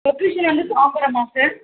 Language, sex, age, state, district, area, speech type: Tamil, female, 18-30, Tamil Nadu, Chennai, urban, conversation